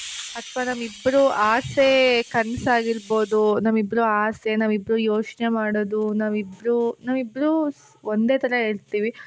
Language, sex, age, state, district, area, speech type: Kannada, female, 18-30, Karnataka, Hassan, urban, spontaneous